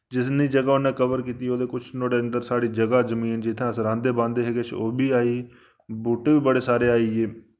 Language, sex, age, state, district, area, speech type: Dogri, male, 30-45, Jammu and Kashmir, Reasi, rural, spontaneous